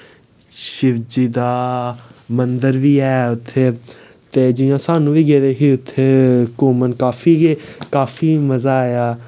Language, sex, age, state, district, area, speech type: Dogri, male, 18-30, Jammu and Kashmir, Samba, rural, spontaneous